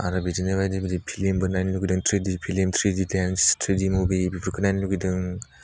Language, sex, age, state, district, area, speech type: Bodo, male, 18-30, Assam, Udalguri, urban, spontaneous